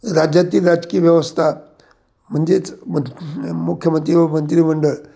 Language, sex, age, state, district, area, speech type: Marathi, male, 60+, Maharashtra, Ahmednagar, urban, spontaneous